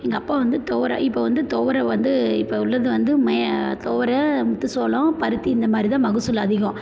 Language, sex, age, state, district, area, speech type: Tamil, female, 30-45, Tamil Nadu, Perambalur, rural, spontaneous